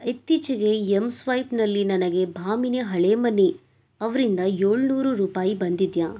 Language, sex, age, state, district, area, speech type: Kannada, female, 18-30, Karnataka, Bidar, urban, read